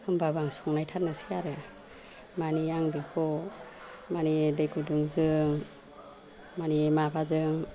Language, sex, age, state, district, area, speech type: Bodo, female, 45-60, Assam, Chirang, rural, spontaneous